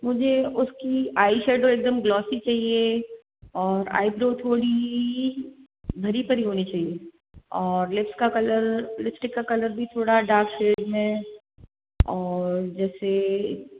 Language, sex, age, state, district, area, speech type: Hindi, female, 60+, Rajasthan, Jodhpur, urban, conversation